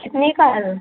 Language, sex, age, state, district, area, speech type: Hindi, female, 30-45, Madhya Pradesh, Gwalior, rural, conversation